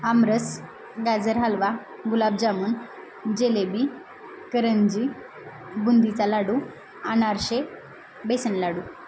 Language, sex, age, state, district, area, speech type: Marathi, female, 30-45, Maharashtra, Osmanabad, rural, spontaneous